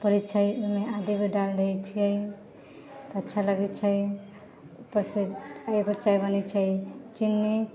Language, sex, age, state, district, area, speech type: Maithili, female, 18-30, Bihar, Sitamarhi, rural, spontaneous